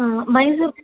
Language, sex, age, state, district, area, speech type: Telugu, female, 18-30, Andhra Pradesh, Nellore, rural, conversation